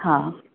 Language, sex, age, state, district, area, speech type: Sindhi, female, 45-60, Maharashtra, Mumbai Suburban, urban, conversation